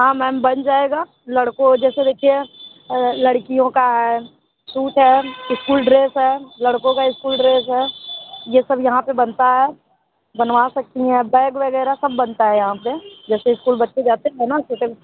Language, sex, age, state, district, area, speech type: Hindi, female, 18-30, Uttar Pradesh, Mirzapur, rural, conversation